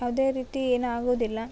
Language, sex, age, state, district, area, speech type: Kannada, female, 18-30, Karnataka, Koppal, urban, spontaneous